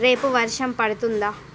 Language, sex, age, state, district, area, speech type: Telugu, female, 30-45, Andhra Pradesh, Srikakulam, urban, read